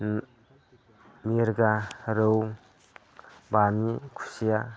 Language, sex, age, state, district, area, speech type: Bodo, male, 45-60, Assam, Udalguri, rural, spontaneous